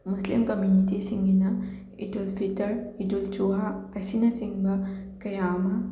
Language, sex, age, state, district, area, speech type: Manipuri, female, 18-30, Manipur, Imphal West, rural, spontaneous